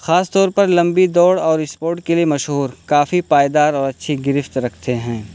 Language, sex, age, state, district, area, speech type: Urdu, male, 18-30, Uttar Pradesh, Balrampur, rural, spontaneous